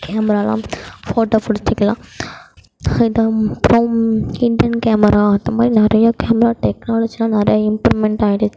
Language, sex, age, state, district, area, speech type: Tamil, female, 18-30, Tamil Nadu, Mayiladuthurai, urban, spontaneous